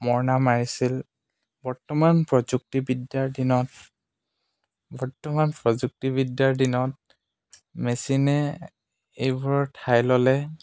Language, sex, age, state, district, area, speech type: Assamese, male, 18-30, Assam, Charaideo, rural, spontaneous